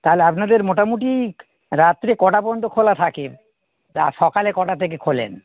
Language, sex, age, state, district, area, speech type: Bengali, male, 60+, West Bengal, North 24 Parganas, urban, conversation